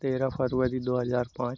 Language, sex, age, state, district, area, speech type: Hindi, male, 30-45, Madhya Pradesh, Hoshangabad, rural, spontaneous